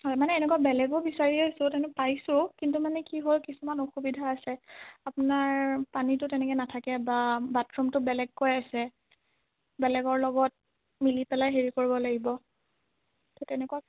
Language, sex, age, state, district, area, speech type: Assamese, female, 30-45, Assam, Sonitpur, rural, conversation